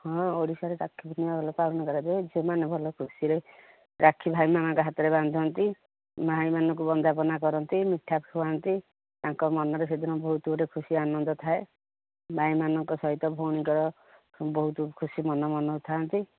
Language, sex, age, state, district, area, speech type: Odia, female, 45-60, Odisha, Angul, rural, conversation